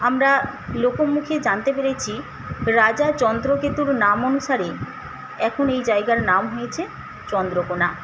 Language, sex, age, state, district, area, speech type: Bengali, female, 45-60, West Bengal, Paschim Medinipur, rural, spontaneous